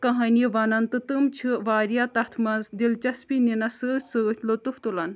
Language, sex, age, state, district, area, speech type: Kashmiri, female, 18-30, Jammu and Kashmir, Kulgam, rural, spontaneous